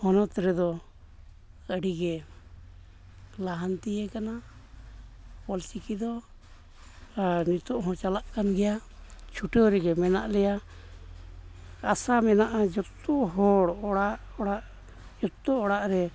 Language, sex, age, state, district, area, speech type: Santali, male, 45-60, Jharkhand, East Singhbhum, rural, spontaneous